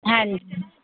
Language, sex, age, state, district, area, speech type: Punjabi, female, 30-45, Punjab, Fazilka, rural, conversation